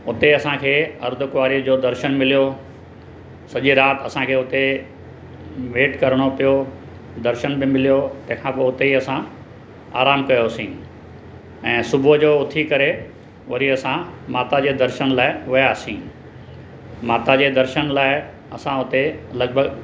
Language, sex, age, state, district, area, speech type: Sindhi, male, 60+, Maharashtra, Mumbai Suburban, urban, spontaneous